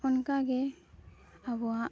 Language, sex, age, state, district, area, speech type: Santali, female, 18-30, Jharkhand, East Singhbhum, rural, spontaneous